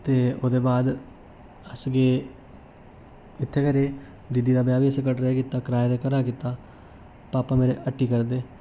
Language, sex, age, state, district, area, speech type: Dogri, male, 18-30, Jammu and Kashmir, Reasi, urban, spontaneous